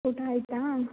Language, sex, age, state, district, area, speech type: Kannada, female, 18-30, Karnataka, Chitradurga, rural, conversation